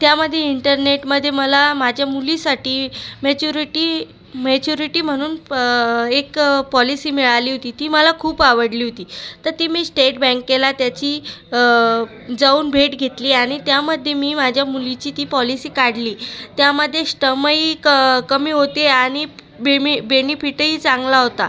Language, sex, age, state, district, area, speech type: Marathi, female, 18-30, Maharashtra, Buldhana, rural, spontaneous